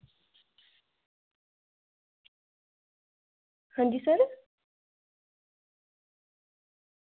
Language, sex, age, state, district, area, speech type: Dogri, female, 18-30, Jammu and Kashmir, Reasi, urban, conversation